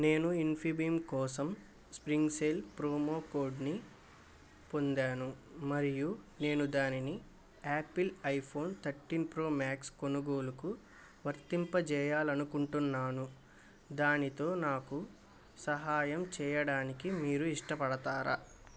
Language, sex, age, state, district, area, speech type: Telugu, male, 18-30, Andhra Pradesh, Bapatla, urban, read